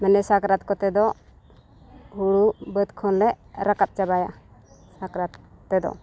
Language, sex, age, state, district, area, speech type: Santali, female, 30-45, Jharkhand, East Singhbhum, rural, spontaneous